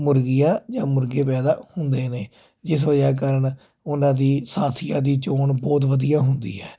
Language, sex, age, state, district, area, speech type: Punjabi, male, 30-45, Punjab, Jalandhar, urban, spontaneous